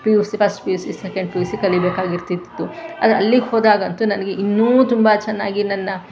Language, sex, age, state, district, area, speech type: Kannada, female, 45-60, Karnataka, Mandya, rural, spontaneous